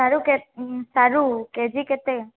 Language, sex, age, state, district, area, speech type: Odia, female, 18-30, Odisha, Malkangiri, rural, conversation